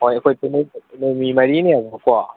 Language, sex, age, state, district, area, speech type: Manipuri, male, 18-30, Manipur, Kakching, rural, conversation